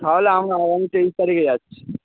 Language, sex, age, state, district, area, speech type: Bengali, male, 18-30, West Bengal, Howrah, urban, conversation